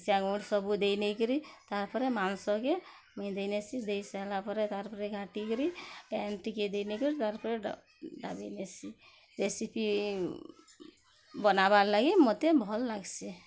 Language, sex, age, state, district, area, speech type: Odia, female, 30-45, Odisha, Bargarh, urban, spontaneous